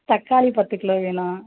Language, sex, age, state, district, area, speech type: Tamil, female, 45-60, Tamil Nadu, Thanjavur, rural, conversation